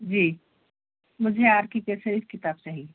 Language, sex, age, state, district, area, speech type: Urdu, other, 60+, Telangana, Hyderabad, urban, conversation